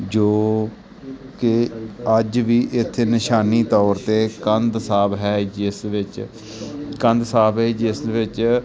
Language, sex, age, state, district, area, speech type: Punjabi, male, 30-45, Punjab, Gurdaspur, rural, spontaneous